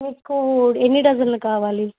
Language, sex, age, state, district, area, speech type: Telugu, female, 18-30, Andhra Pradesh, Eluru, urban, conversation